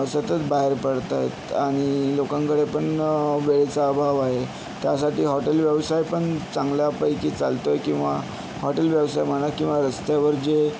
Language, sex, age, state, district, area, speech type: Marathi, male, 60+, Maharashtra, Yavatmal, urban, spontaneous